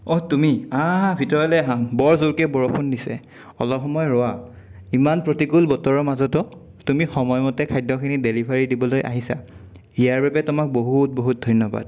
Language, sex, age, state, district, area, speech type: Assamese, male, 18-30, Assam, Sonitpur, rural, spontaneous